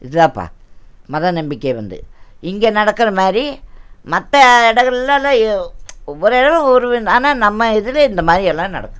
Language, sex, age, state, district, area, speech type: Tamil, female, 60+, Tamil Nadu, Coimbatore, urban, spontaneous